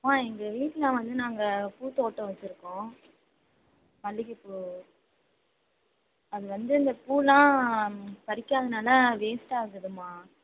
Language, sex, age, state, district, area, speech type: Tamil, female, 18-30, Tamil Nadu, Mayiladuthurai, rural, conversation